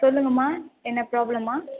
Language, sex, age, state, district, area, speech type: Tamil, female, 30-45, Tamil Nadu, Viluppuram, rural, conversation